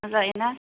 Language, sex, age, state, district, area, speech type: Bodo, female, 30-45, Assam, Baksa, rural, conversation